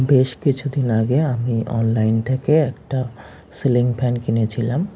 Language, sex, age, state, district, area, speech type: Bengali, male, 30-45, West Bengal, Hooghly, urban, spontaneous